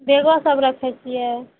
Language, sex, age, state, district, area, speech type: Maithili, female, 18-30, Bihar, Araria, urban, conversation